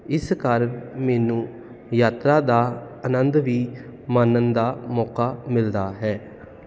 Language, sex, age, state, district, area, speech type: Punjabi, male, 30-45, Punjab, Jalandhar, urban, spontaneous